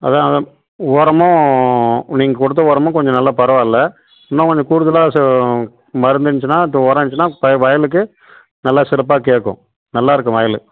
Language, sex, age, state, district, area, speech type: Tamil, male, 45-60, Tamil Nadu, Tiruvannamalai, rural, conversation